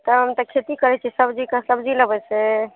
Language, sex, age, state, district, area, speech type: Maithili, female, 30-45, Bihar, Madhepura, rural, conversation